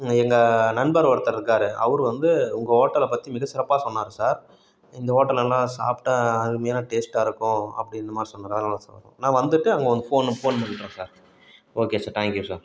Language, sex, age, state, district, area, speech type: Tamil, male, 30-45, Tamil Nadu, Salem, urban, spontaneous